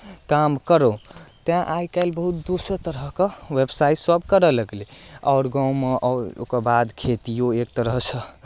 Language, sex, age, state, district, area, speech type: Maithili, male, 18-30, Bihar, Darbhanga, rural, spontaneous